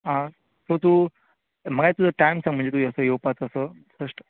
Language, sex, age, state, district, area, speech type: Goan Konkani, male, 18-30, Goa, Bardez, urban, conversation